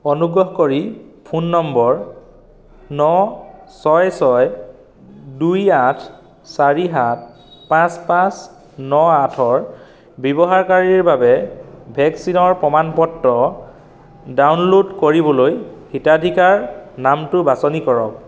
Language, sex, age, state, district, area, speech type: Assamese, male, 30-45, Assam, Dhemaji, rural, read